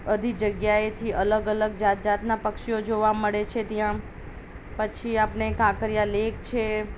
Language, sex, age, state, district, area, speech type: Gujarati, female, 30-45, Gujarat, Ahmedabad, urban, spontaneous